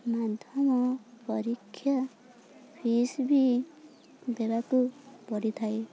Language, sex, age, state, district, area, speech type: Odia, female, 18-30, Odisha, Balangir, urban, spontaneous